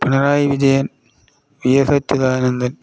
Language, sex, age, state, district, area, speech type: Malayalam, male, 60+, Kerala, Idukki, rural, spontaneous